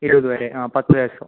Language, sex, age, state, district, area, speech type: Malayalam, male, 18-30, Kerala, Kasaragod, urban, conversation